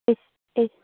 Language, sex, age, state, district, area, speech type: Manipuri, female, 30-45, Manipur, Chandel, rural, conversation